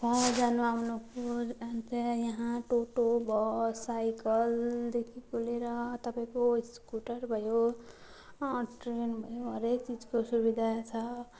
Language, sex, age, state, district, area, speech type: Nepali, female, 30-45, West Bengal, Jalpaiguri, rural, spontaneous